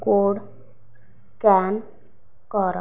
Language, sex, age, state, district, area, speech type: Odia, female, 45-60, Odisha, Nayagarh, rural, read